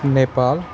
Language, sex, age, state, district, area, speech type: Kashmiri, male, 18-30, Jammu and Kashmir, Baramulla, rural, spontaneous